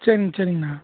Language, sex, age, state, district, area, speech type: Tamil, male, 18-30, Tamil Nadu, Perambalur, rural, conversation